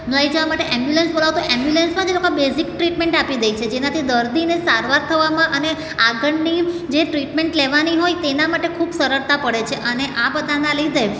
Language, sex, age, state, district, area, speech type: Gujarati, female, 45-60, Gujarat, Surat, urban, spontaneous